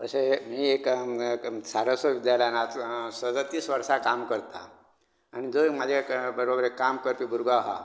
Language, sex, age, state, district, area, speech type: Goan Konkani, male, 45-60, Goa, Bardez, rural, spontaneous